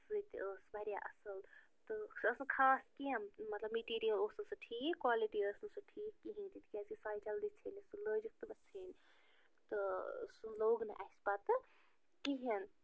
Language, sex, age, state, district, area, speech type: Kashmiri, female, 30-45, Jammu and Kashmir, Bandipora, rural, spontaneous